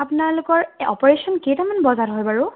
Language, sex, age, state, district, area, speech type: Assamese, female, 18-30, Assam, Sonitpur, rural, conversation